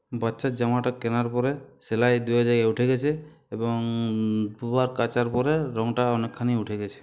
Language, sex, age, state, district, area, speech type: Bengali, male, 30-45, West Bengal, Purulia, urban, spontaneous